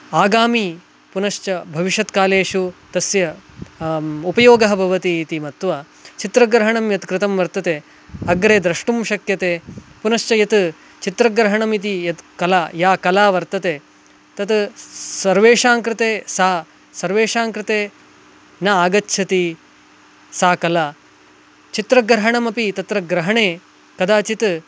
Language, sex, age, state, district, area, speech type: Sanskrit, male, 18-30, Karnataka, Dakshina Kannada, urban, spontaneous